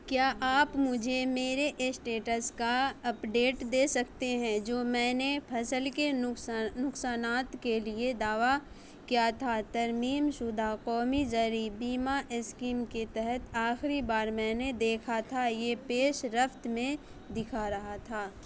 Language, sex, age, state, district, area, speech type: Urdu, female, 18-30, Bihar, Saharsa, rural, read